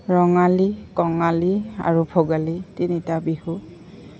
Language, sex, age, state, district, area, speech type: Assamese, female, 45-60, Assam, Goalpara, urban, spontaneous